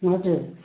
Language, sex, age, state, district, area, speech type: Nepali, female, 60+, West Bengal, Darjeeling, rural, conversation